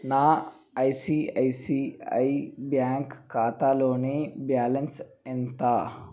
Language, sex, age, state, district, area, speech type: Telugu, male, 18-30, Telangana, Nalgonda, urban, read